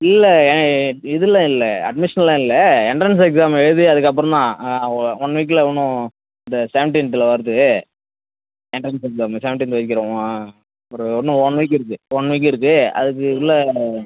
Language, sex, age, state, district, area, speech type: Tamil, male, 30-45, Tamil Nadu, Cuddalore, rural, conversation